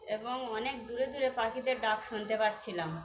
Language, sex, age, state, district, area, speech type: Bengali, female, 45-60, West Bengal, Birbhum, urban, spontaneous